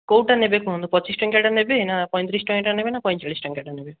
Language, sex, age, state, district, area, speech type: Odia, male, 18-30, Odisha, Dhenkanal, rural, conversation